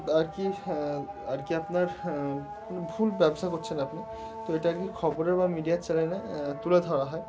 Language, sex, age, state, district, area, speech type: Bengali, male, 18-30, West Bengal, Murshidabad, urban, spontaneous